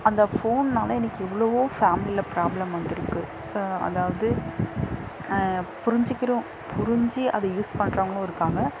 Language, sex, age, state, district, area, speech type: Tamil, female, 45-60, Tamil Nadu, Dharmapuri, rural, spontaneous